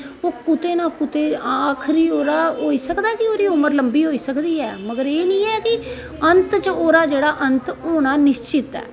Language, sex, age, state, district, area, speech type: Dogri, female, 45-60, Jammu and Kashmir, Jammu, urban, spontaneous